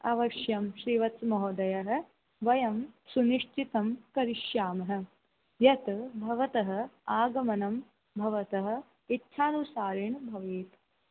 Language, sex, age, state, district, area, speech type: Sanskrit, female, 18-30, Rajasthan, Jaipur, urban, conversation